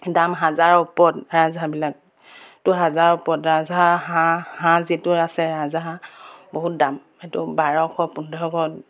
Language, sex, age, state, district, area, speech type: Assamese, female, 30-45, Assam, Sivasagar, rural, spontaneous